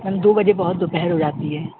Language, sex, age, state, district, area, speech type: Urdu, male, 18-30, Uttar Pradesh, Shahjahanpur, urban, conversation